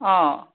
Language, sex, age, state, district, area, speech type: Assamese, female, 45-60, Assam, Charaideo, urban, conversation